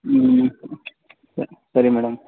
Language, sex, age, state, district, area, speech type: Kannada, male, 18-30, Karnataka, Chitradurga, rural, conversation